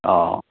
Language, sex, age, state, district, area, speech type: Manipuri, male, 60+, Manipur, Churachandpur, urban, conversation